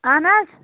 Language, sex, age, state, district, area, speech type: Kashmiri, female, 30-45, Jammu and Kashmir, Baramulla, rural, conversation